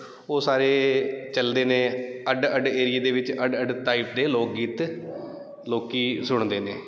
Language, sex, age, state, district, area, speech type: Punjabi, male, 30-45, Punjab, Bathinda, urban, spontaneous